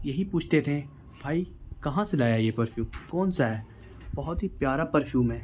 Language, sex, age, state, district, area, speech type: Urdu, male, 18-30, Bihar, Gaya, urban, spontaneous